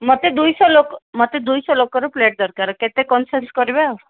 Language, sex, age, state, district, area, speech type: Odia, female, 30-45, Odisha, Koraput, urban, conversation